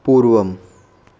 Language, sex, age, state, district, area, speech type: Sanskrit, male, 18-30, Delhi, Central Delhi, urban, read